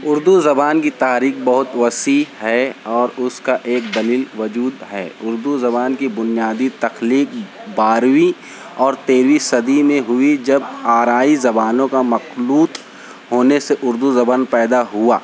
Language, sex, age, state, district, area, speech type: Urdu, male, 30-45, Maharashtra, Nashik, urban, spontaneous